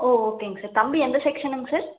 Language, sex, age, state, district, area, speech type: Tamil, female, 18-30, Tamil Nadu, Salem, rural, conversation